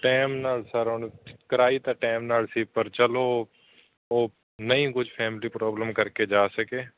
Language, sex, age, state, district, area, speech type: Punjabi, male, 18-30, Punjab, Fazilka, rural, conversation